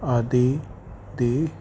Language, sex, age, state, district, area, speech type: Punjabi, male, 30-45, Punjab, Fazilka, rural, spontaneous